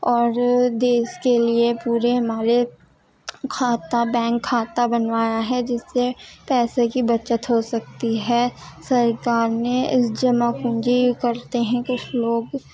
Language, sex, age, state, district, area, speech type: Urdu, female, 18-30, Uttar Pradesh, Gautam Buddha Nagar, urban, spontaneous